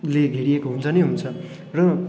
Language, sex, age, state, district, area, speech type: Nepali, male, 18-30, West Bengal, Darjeeling, rural, spontaneous